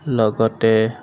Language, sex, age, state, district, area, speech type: Assamese, male, 30-45, Assam, Majuli, urban, spontaneous